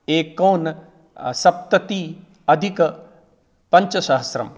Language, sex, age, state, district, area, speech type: Sanskrit, male, 45-60, Rajasthan, Jaipur, urban, spontaneous